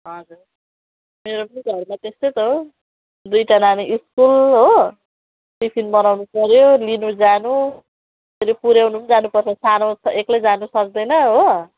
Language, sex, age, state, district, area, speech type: Nepali, female, 45-60, West Bengal, Jalpaiguri, urban, conversation